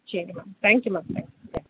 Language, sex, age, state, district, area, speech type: Tamil, female, 30-45, Tamil Nadu, Chennai, urban, conversation